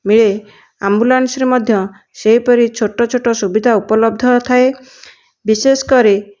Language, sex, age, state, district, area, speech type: Odia, female, 60+, Odisha, Nayagarh, rural, spontaneous